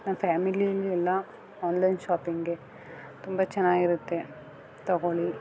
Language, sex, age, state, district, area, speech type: Kannada, female, 30-45, Karnataka, Mandya, urban, spontaneous